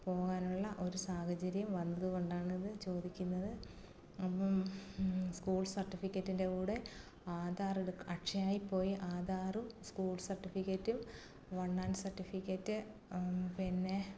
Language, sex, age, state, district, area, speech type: Malayalam, female, 45-60, Kerala, Alappuzha, rural, spontaneous